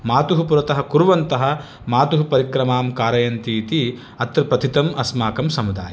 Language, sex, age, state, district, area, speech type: Sanskrit, male, 30-45, Andhra Pradesh, Chittoor, urban, spontaneous